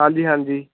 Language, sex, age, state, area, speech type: Punjabi, male, 18-30, Punjab, urban, conversation